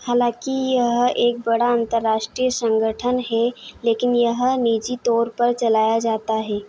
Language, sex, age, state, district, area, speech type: Hindi, female, 30-45, Madhya Pradesh, Harda, urban, read